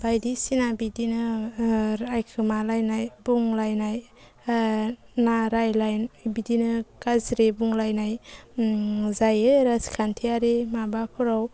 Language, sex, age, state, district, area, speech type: Bodo, female, 30-45, Assam, Baksa, rural, spontaneous